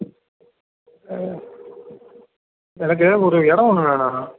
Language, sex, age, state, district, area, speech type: Tamil, male, 60+, Tamil Nadu, Virudhunagar, rural, conversation